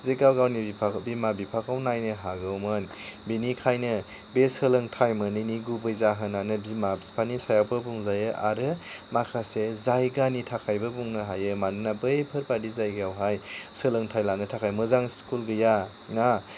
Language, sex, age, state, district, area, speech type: Bodo, male, 30-45, Assam, Chirang, rural, spontaneous